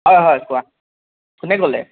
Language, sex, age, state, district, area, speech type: Assamese, male, 30-45, Assam, Jorhat, urban, conversation